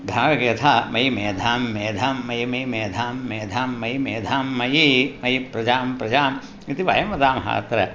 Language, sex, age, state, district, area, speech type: Sanskrit, male, 60+, Tamil Nadu, Thanjavur, urban, spontaneous